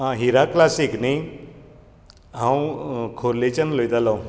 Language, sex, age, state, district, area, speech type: Goan Konkani, male, 60+, Goa, Bardez, rural, spontaneous